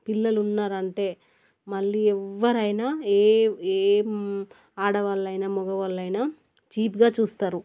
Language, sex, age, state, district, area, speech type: Telugu, female, 30-45, Telangana, Warangal, rural, spontaneous